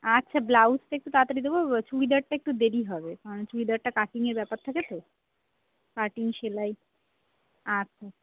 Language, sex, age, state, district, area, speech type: Bengali, female, 30-45, West Bengal, Darjeeling, rural, conversation